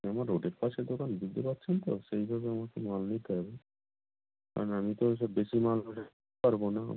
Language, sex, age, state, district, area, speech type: Bengali, male, 18-30, West Bengal, North 24 Parganas, rural, conversation